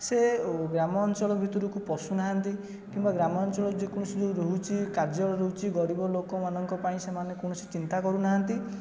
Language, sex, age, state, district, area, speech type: Odia, male, 18-30, Odisha, Jajpur, rural, spontaneous